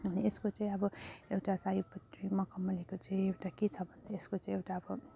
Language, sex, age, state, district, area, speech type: Nepali, female, 30-45, West Bengal, Jalpaiguri, urban, spontaneous